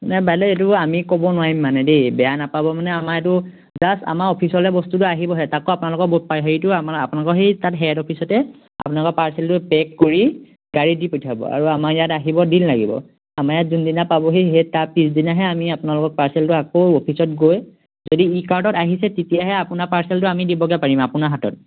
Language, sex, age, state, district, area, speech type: Assamese, male, 18-30, Assam, Majuli, urban, conversation